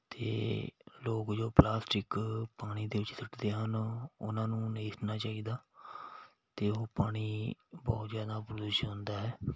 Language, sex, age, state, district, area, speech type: Punjabi, male, 30-45, Punjab, Patiala, rural, spontaneous